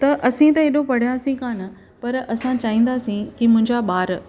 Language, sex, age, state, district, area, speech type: Sindhi, female, 45-60, Maharashtra, Thane, urban, spontaneous